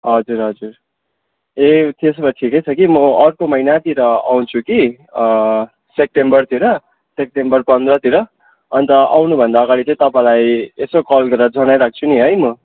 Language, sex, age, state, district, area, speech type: Nepali, male, 18-30, West Bengal, Darjeeling, rural, conversation